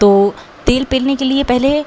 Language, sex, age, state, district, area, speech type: Hindi, female, 18-30, Uttar Pradesh, Pratapgarh, rural, spontaneous